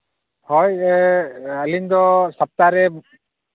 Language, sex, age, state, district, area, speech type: Santali, male, 45-60, Jharkhand, East Singhbhum, rural, conversation